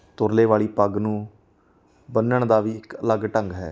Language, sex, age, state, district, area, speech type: Punjabi, male, 30-45, Punjab, Mansa, rural, spontaneous